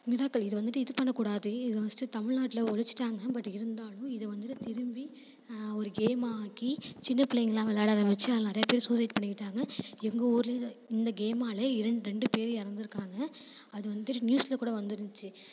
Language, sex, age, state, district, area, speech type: Tamil, female, 18-30, Tamil Nadu, Thanjavur, rural, spontaneous